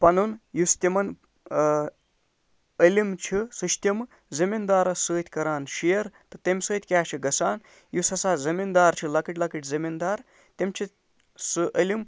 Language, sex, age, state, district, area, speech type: Kashmiri, male, 60+, Jammu and Kashmir, Ganderbal, rural, spontaneous